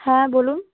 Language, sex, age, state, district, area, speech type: Bengali, female, 18-30, West Bengal, Cooch Behar, urban, conversation